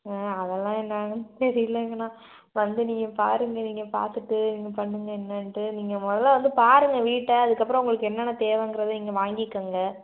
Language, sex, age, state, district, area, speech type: Tamil, female, 18-30, Tamil Nadu, Pudukkottai, rural, conversation